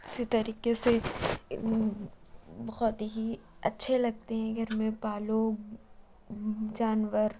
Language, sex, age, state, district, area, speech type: Urdu, female, 45-60, Uttar Pradesh, Lucknow, rural, spontaneous